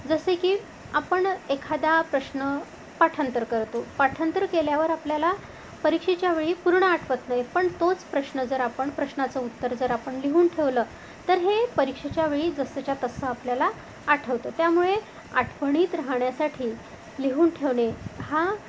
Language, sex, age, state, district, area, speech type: Marathi, female, 45-60, Maharashtra, Amravati, urban, spontaneous